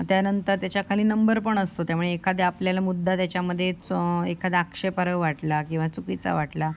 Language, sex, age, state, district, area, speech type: Marathi, female, 30-45, Maharashtra, Sindhudurg, rural, spontaneous